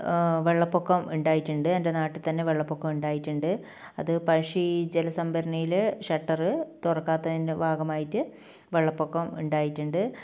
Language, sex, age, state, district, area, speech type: Malayalam, female, 30-45, Kerala, Kannur, rural, spontaneous